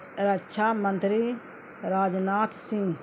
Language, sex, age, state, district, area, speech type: Urdu, female, 45-60, Bihar, Gaya, urban, spontaneous